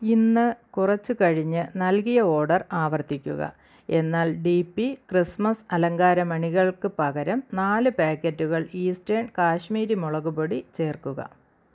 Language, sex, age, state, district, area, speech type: Malayalam, female, 45-60, Kerala, Thiruvananthapuram, rural, read